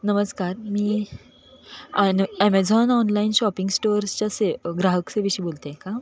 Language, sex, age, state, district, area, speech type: Marathi, female, 18-30, Maharashtra, Kolhapur, urban, spontaneous